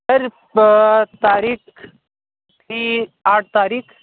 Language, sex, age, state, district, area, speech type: Urdu, male, 18-30, Delhi, Central Delhi, urban, conversation